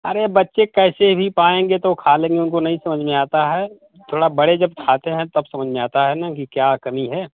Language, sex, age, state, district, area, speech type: Hindi, male, 45-60, Uttar Pradesh, Mau, urban, conversation